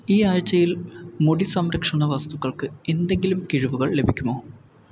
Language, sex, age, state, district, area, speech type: Malayalam, male, 18-30, Kerala, Palakkad, rural, read